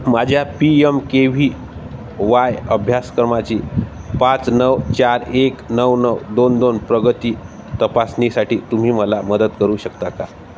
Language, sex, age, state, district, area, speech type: Marathi, male, 30-45, Maharashtra, Wardha, urban, read